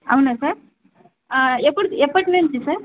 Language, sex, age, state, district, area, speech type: Telugu, female, 18-30, Andhra Pradesh, Nellore, rural, conversation